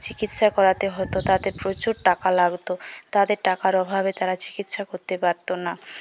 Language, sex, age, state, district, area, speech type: Bengali, female, 18-30, West Bengal, Jhargram, rural, spontaneous